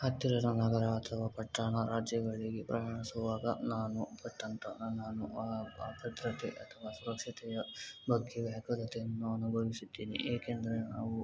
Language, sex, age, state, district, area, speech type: Kannada, male, 18-30, Karnataka, Davanagere, urban, spontaneous